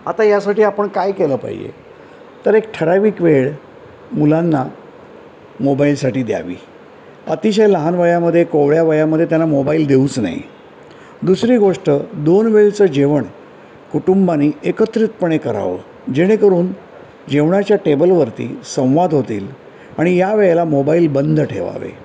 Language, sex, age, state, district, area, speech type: Marathi, male, 60+, Maharashtra, Mumbai Suburban, urban, spontaneous